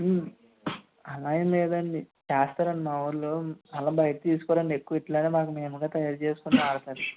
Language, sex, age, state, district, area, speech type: Telugu, male, 18-30, Andhra Pradesh, Konaseema, rural, conversation